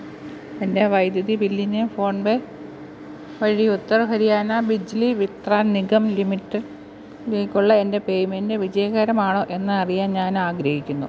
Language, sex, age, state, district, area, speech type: Malayalam, female, 45-60, Kerala, Pathanamthitta, rural, read